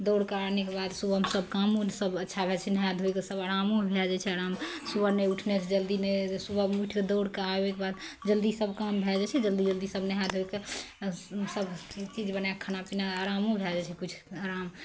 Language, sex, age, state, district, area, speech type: Maithili, female, 30-45, Bihar, Araria, rural, spontaneous